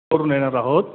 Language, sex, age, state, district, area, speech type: Marathi, male, 30-45, Maharashtra, Ahmednagar, urban, conversation